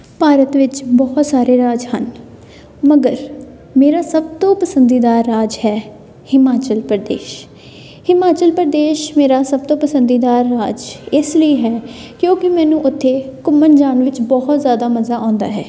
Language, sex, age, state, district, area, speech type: Punjabi, female, 18-30, Punjab, Tarn Taran, urban, spontaneous